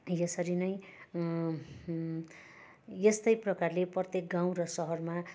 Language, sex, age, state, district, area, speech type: Nepali, female, 60+, West Bengal, Darjeeling, rural, spontaneous